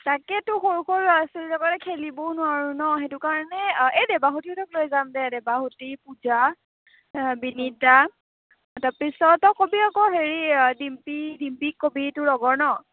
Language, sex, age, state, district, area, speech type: Assamese, female, 18-30, Assam, Morigaon, rural, conversation